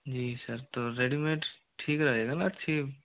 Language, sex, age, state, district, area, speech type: Hindi, male, 45-60, Rajasthan, Jodhpur, rural, conversation